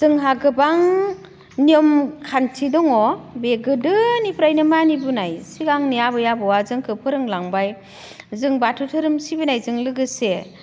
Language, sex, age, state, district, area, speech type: Bodo, female, 45-60, Assam, Udalguri, rural, spontaneous